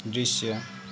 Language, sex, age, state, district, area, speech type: Nepali, male, 30-45, West Bengal, Kalimpong, rural, read